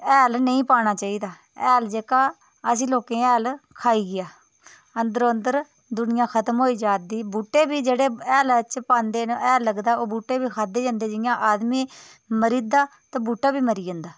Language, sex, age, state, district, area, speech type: Dogri, female, 30-45, Jammu and Kashmir, Udhampur, rural, spontaneous